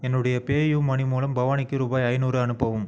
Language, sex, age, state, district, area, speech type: Tamil, male, 30-45, Tamil Nadu, Viluppuram, urban, read